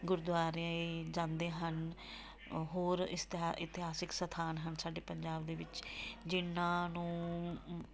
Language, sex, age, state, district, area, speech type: Punjabi, female, 45-60, Punjab, Tarn Taran, rural, spontaneous